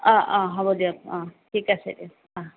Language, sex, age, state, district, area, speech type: Assamese, female, 30-45, Assam, Sonitpur, rural, conversation